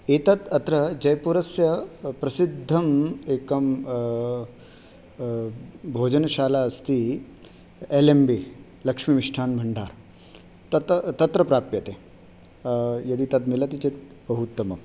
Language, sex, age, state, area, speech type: Sanskrit, male, 30-45, Rajasthan, urban, spontaneous